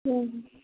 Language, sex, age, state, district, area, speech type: Odia, female, 45-60, Odisha, Gajapati, rural, conversation